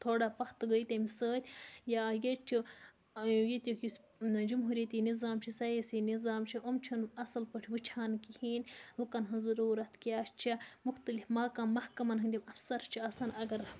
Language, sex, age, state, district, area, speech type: Kashmiri, female, 60+, Jammu and Kashmir, Baramulla, rural, spontaneous